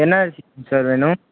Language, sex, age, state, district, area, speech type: Tamil, male, 18-30, Tamil Nadu, Tiruvarur, urban, conversation